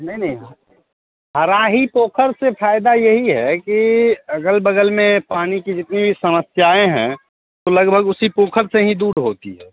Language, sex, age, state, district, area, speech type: Hindi, male, 30-45, Bihar, Darbhanga, rural, conversation